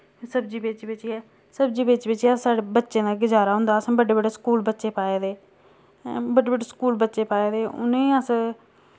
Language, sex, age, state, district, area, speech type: Dogri, female, 30-45, Jammu and Kashmir, Samba, rural, spontaneous